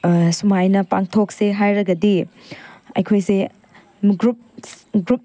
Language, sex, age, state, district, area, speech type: Manipuri, female, 18-30, Manipur, Tengnoupal, rural, spontaneous